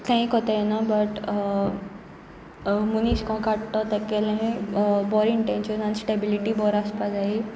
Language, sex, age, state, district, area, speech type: Goan Konkani, female, 18-30, Goa, Sanguem, rural, spontaneous